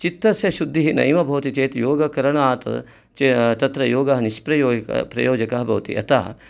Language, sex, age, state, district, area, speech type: Sanskrit, male, 45-60, Karnataka, Uttara Kannada, urban, spontaneous